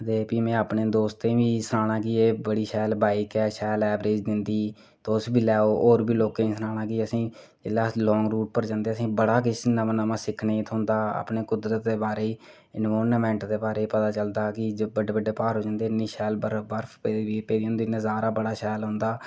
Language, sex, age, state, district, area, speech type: Dogri, male, 18-30, Jammu and Kashmir, Reasi, rural, spontaneous